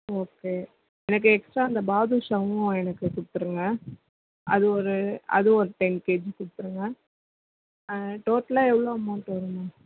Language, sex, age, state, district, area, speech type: Tamil, female, 18-30, Tamil Nadu, Chennai, urban, conversation